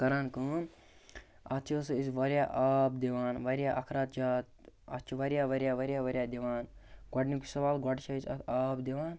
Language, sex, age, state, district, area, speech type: Kashmiri, male, 18-30, Jammu and Kashmir, Bandipora, rural, spontaneous